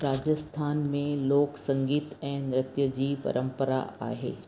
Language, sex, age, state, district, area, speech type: Sindhi, female, 45-60, Rajasthan, Ajmer, urban, spontaneous